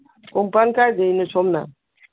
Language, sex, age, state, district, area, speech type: Manipuri, female, 45-60, Manipur, Imphal East, rural, conversation